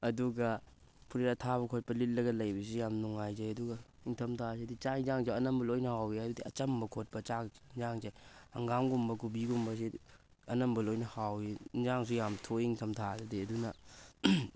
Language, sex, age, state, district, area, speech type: Manipuri, male, 18-30, Manipur, Thoubal, rural, spontaneous